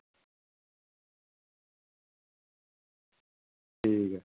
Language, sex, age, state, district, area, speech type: Dogri, male, 18-30, Jammu and Kashmir, Samba, rural, conversation